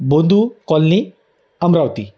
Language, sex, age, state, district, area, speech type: Marathi, male, 30-45, Maharashtra, Amravati, rural, spontaneous